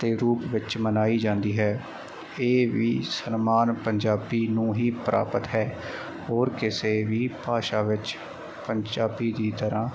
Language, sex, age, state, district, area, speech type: Punjabi, male, 30-45, Punjab, Mansa, rural, spontaneous